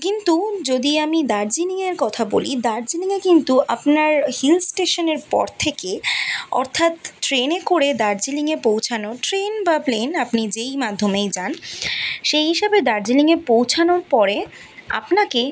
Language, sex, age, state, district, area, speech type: Bengali, female, 18-30, West Bengal, Kolkata, urban, spontaneous